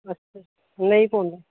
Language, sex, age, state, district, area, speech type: Dogri, female, 45-60, Jammu and Kashmir, Reasi, rural, conversation